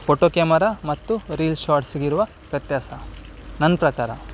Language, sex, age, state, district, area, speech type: Kannada, male, 30-45, Karnataka, Udupi, rural, spontaneous